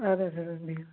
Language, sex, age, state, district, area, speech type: Kashmiri, female, 18-30, Jammu and Kashmir, Budgam, rural, conversation